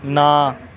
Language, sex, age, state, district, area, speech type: Punjabi, male, 18-30, Punjab, Amritsar, rural, read